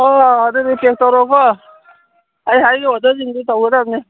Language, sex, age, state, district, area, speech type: Manipuri, female, 45-60, Manipur, Kangpokpi, urban, conversation